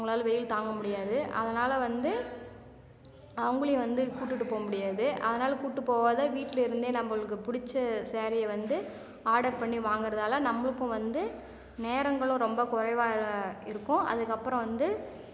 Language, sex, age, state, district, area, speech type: Tamil, female, 45-60, Tamil Nadu, Cuddalore, rural, spontaneous